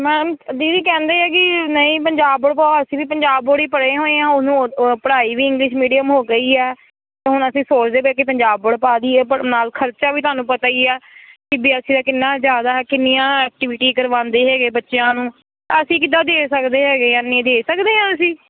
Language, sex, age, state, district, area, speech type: Punjabi, female, 30-45, Punjab, Kapurthala, urban, conversation